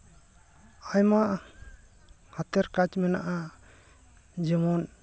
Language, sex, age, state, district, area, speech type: Santali, male, 30-45, West Bengal, Jhargram, rural, spontaneous